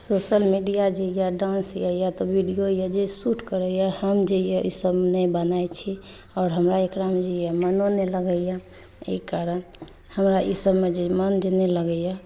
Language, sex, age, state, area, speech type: Maithili, female, 30-45, Jharkhand, urban, spontaneous